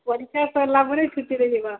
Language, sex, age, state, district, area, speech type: Odia, female, 18-30, Odisha, Subarnapur, urban, conversation